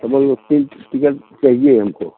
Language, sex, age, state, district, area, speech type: Hindi, male, 45-60, Uttar Pradesh, Jaunpur, rural, conversation